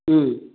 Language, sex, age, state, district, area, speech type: Manipuri, male, 45-60, Manipur, Kangpokpi, urban, conversation